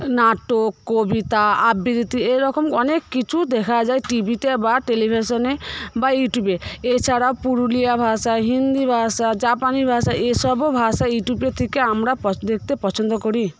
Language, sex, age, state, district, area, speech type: Bengali, female, 18-30, West Bengal, Paschim Medinipur, rural, spontaneous